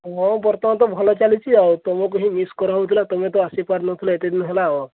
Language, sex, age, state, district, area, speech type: Odia, male, 18-30, Odisha, Mayurbhanj, rural, conversation